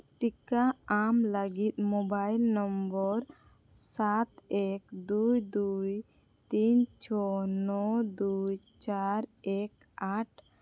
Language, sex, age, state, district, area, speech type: Santali, female, 18-30, Jharkhand, Seraikela Kharsawan, rural, read